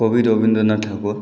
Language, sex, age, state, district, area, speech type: Bengali, male, 18-30, West Bengal, Jalpaiguri, rural, spontaneous